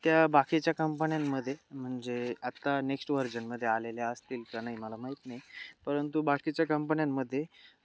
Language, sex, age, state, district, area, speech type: Marathi, male, 18-30, Maharashtra, Nashik, urban, spontaneous